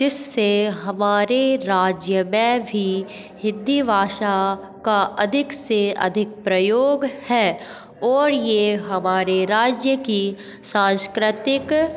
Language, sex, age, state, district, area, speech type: Hindi, female, 18-30, Madhya Pradesh, Hoshangabad, urban, spontaneous